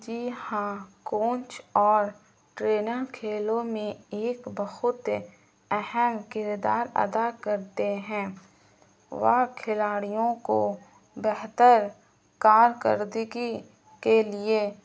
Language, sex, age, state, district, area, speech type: Urdu, female, 18-30, Bihar, Gaya, urban, spontaneous